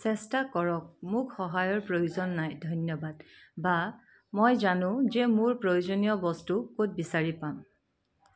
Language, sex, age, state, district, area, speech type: Assamese, female, 30-45, Assam, Dibrugarh, urban, read